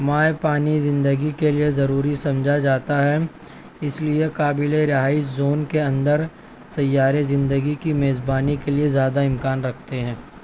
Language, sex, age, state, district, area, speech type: Urdu, male, 18-30, Maharashtra, Nashik, urban, spontaneous